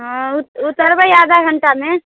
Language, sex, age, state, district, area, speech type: Maithili, female, 30-45, Bihar, Muzaffarpur, rural, conversation